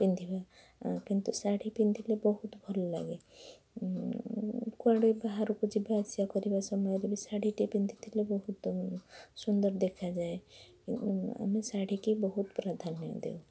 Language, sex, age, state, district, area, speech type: Odia, female, 30-45, Odisha, Cuttack, urban, spontaneous